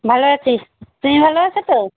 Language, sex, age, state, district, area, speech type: Bengali, female, 45-60, West Bengal, Alipurduar, rural, conversation